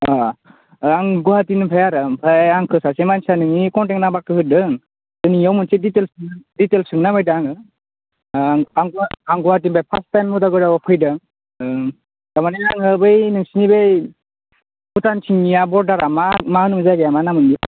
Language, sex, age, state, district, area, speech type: Bodo, male, 18-30, Assam, Udalguri, urban, conversation